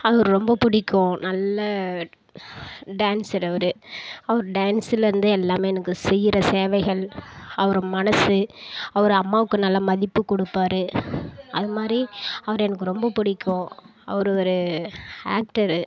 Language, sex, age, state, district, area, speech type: Tamil, female, 18-30, Tamil Nadu, Kallakurichi, rural, spontaneous